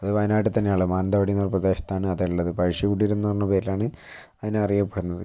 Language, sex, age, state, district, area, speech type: Malayalam, male, 18-30, Kerala, Kozhikode, urban, spontaneous